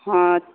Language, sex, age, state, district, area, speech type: Maithili, female, 30-45, Bihar, Saharsa, rural, conversation